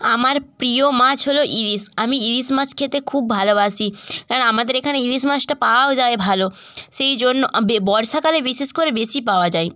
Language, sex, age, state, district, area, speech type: Bengali, female, 18-30, West Bengal, North 24 Parganas, rural, spontaneous